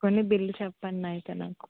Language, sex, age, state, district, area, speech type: Telugu, female, 18-30, Andhra Pradesh, East Godavari, rural, conversation